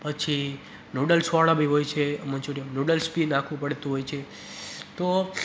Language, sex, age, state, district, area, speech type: Gujarati, male, 18-30, Gujarat, Surat, rural, spontaneous